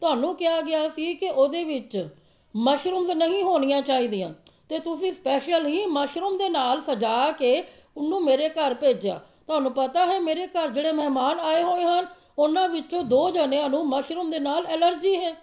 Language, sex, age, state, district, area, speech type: Punjabi, female, 45-60, Punjab, Amritsar, urban, spontaneous